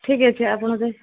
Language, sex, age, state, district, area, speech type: Odia, female, 60+, Odisha, Gajapati, rural, conversation